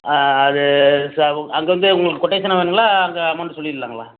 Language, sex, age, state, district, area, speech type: Tamil, male, 30-45, Tamil Nadu, Thanjavur, rural, conversation